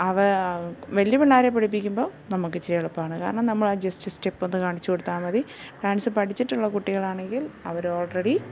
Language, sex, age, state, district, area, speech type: Malayalam, female, 30-45, Kerala, Kottayam, urban, spontaneous